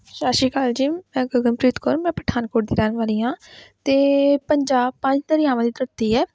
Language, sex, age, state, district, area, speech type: Punjabi, female, 18-30, Punjab, Pathankot, rural, spontaneous